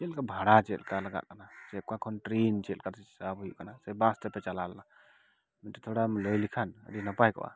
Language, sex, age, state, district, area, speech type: Santali, male, 30-45, West Bengal, Dakshin Dinajpur, rural, spontaneous